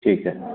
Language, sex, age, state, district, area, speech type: Hindi, male, 30-45, Madhya Pradesh, Katni, urban, conversation